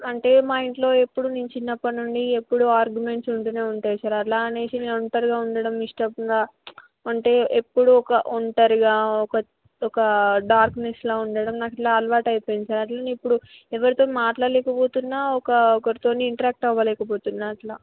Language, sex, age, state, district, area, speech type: Telugu, female, 18-30, Telangana, Peddapalli, rural, conversation